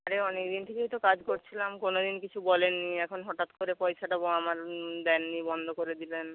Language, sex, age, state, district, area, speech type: Bengali, female, 45-60, West Bengal, Bankura, rural, conversation